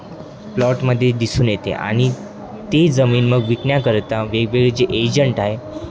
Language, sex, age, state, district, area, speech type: Marathi, male, 18-30, Maharashtra, Wardha, urban, spontaneous